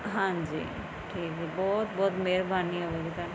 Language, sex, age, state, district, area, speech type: Punjabi, female, 30-45, Punjab, Firozpur, rural, spontaneous